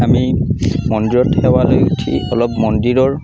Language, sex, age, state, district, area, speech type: Assamese, male, 18-30, Assam, Udalguri, urban, spontaneous